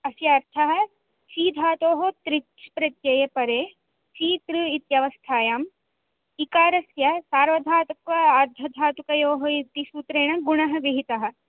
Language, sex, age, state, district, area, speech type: Sanskrit, female, 18-30, Andhra Pradesh, Chittoor, urban, conversation